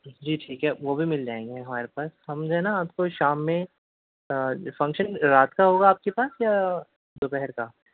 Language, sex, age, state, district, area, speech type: Urdu, male, 18-30, Delhi, Central Delhi, urban, conversation